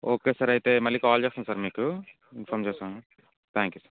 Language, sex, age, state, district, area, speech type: Telugu, male, 30-45, Andhra Pradesh, Alluri Sitarama Raju, rural, conversation